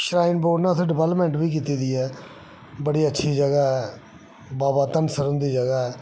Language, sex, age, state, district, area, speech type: Dogri, male, 30-45, Jammu and Kashmir, Reasi, rural, spontaneous